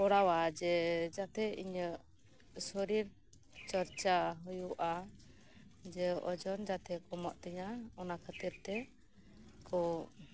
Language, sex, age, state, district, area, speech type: Santali, female, 30-45, West Bengal, Birbhum, rural, spontaneous